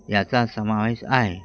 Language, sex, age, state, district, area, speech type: Marathi, male, 60+, Maharashtra, Wardha, rural, read